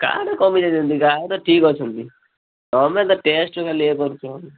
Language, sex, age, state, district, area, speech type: Odia, male, 18-30, Odisha, Balasore, rural, conversation